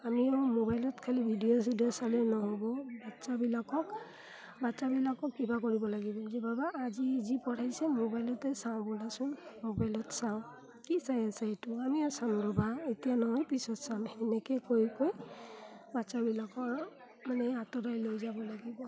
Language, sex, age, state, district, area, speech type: Assamese, female, 30-45, Assam, Udalguri, rural, spontaneous